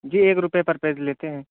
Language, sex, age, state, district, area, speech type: Urdu, male, 18-30, Uttar Pradesh, Siddharthnagar, rural, conversation